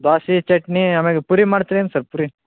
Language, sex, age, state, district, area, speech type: Kannada, male, 18-30, Karnataka, Koppal, rural, conversation